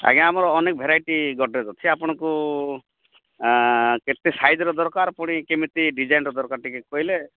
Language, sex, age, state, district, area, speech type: Odia, male, 45-60, Odisha, Rayagada, rural, conversation